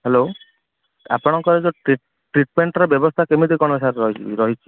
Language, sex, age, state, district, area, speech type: Odia, male, 18-30, Odisha, Kendrapara, urban, conversation